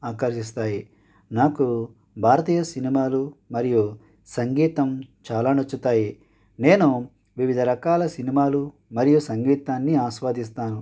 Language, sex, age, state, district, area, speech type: Telugu, male, 60+, Andhra Pradesh, Konaseema, rural, spontaneous